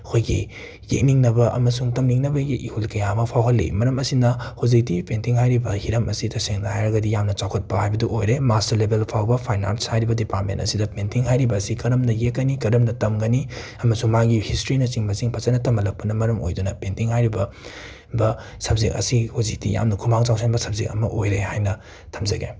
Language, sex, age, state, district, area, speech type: Manipuri, male, 18-30, Manipur, Imphal West, urban, spontaneous